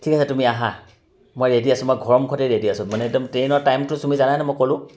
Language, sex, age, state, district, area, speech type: Assamese, male, 30-45, Assam, Charaideo, urban, spontaneous